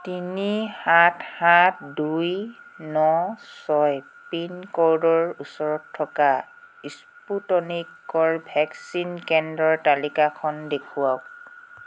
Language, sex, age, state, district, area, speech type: Assamese, female, 45-60, Assam, Tinsukia, urban, read